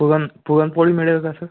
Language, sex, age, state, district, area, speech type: Marathi, male, 18-30, Maharashtra, Washim, urban, conversation